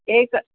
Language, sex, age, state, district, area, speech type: Sanskrit, female, 60+, Karnataka, Mysore, urban, conversation